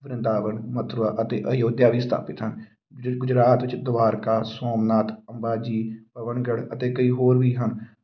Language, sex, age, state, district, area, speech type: Punjabi, male, 30-45, Punjab, Amritsar, urban, spontaneous